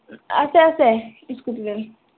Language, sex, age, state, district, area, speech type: Assamese, female, 18-30, Assam, Lakhimpur, rural, conversation